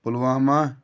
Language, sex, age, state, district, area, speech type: Kashmiri, male, 30-45, Jammu and Kashmir, Anantnag, rural, spontaneous